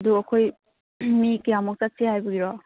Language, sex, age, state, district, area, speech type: Manipuri, female, 30-45, Manipur, Chandel, rural, conversation